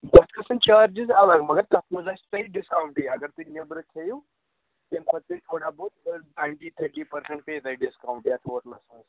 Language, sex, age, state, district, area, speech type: Kashmiri, male, 45-60, Jammu and Kashmir, Srinagar, urban, conversation